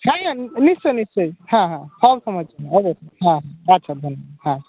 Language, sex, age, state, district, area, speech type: Bengali, male, 30-45, West Bengal, Jalpaiguri, rural, conversation